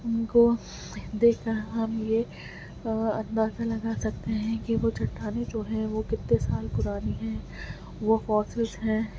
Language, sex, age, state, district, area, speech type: Urdu, female, 18-30, Delhi, Central Delhi, urban, spontaneous